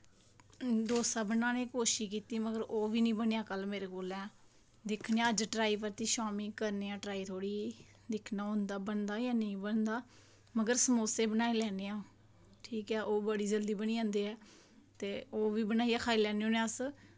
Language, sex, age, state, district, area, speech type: Dogri, female, 18-30, Jammu and Kashmir, Samba, rural, spontaneous